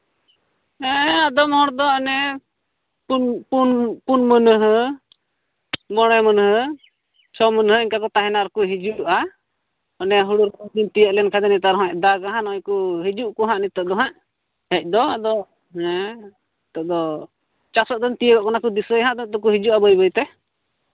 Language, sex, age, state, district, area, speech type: Santali, male, 18-30, Jharkhand, Pakur, rural, conversation